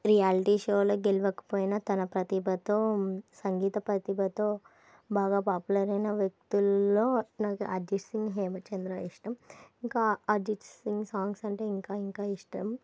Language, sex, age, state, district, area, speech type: Telugu, female, 18-30, Andhra Pradesh, Nandyal, urban, spontaneous